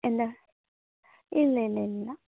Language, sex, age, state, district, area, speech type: Malayalam, female, 18-30, Kerala, Kasaragod, rural, conversation